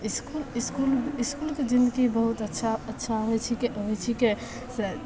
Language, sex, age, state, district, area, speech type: Maithili, female, 18-30, Bihar, Begusarai, rural, spontaneous